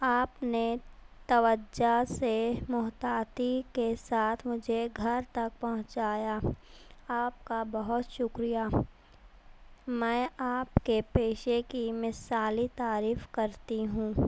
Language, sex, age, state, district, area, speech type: Urdu, female, 18-30, Maharashtra, Nashik, urban, spontaneous